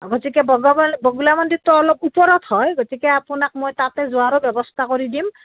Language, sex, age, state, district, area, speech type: Assamese, female, 30-45, Assam, Kamrup Metropolitan, urban, conversation